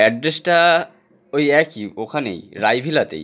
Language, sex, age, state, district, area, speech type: Bengali, male, 18-30, West Bengal, Howrah, urban, spontaneous